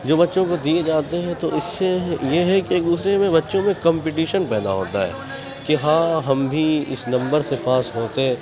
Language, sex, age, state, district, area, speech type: Urdu, male, 18-30, Uttar Pradesh, Gautam Buddha Nagar, rural, spontaneous